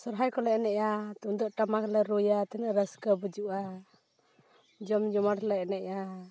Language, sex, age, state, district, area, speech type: Santali, female, 18-30, West Bengal, Purulia, rural, spontaneous